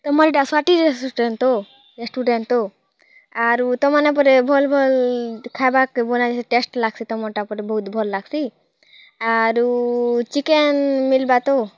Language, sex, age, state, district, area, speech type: Odia, female, 18-30, Odisha, Kalahandi, rural, spontaneous